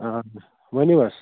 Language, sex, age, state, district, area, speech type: Kashmiri, male, 30-45, Jammu and Kashmir, Budgam, rural, conversation